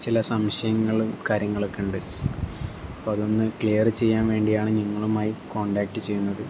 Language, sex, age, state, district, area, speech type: Malayalam, male, 18-30, Kerala, Kozhikode, rural, spontaneous